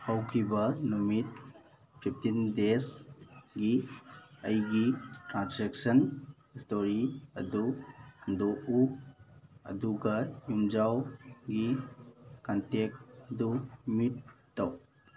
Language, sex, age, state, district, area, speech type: Manipuri, male, 18-30, Manipur, Thoubal, rural, read